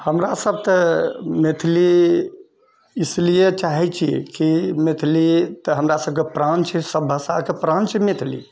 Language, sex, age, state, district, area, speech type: Maithili, male, 60+, Bihar, Purnia, rural, spontaneous